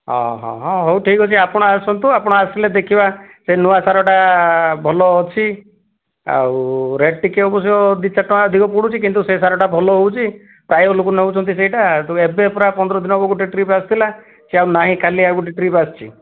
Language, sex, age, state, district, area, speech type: Odia, male, 30-45, Odisha, Kandhamal, rural, conversation